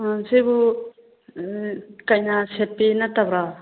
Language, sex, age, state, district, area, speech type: Manipuri, female, 45-60, Manipur, Churachandpur, rural, conversation